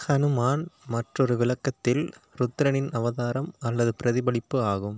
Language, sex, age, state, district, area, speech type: Tamil, male, 30-45, Tamil Nadu, Pudukkottai, rural, read